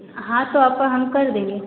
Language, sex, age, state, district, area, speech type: Hindi, female, 18-30, Uttar Pradesh, Azamgarh, urban, conversation